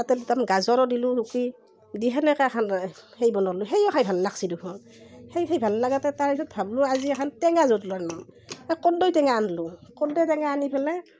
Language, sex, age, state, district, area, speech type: Assamese, female, 45-60, Assam, Barpeta, rural, spontaneous